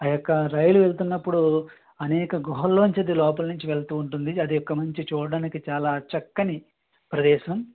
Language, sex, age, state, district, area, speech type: Telugu, male, 18-30, Andhra Pradesh, East Godavari, rural, conversation